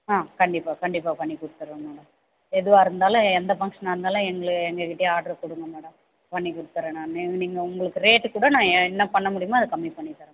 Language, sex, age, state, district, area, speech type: Tamil, female, 30-45, Tamil Nadu, Ranipet, urban, conversation